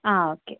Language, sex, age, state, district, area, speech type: Malayalam, female, 18-30, Kerala, Wayanad, rural, conversation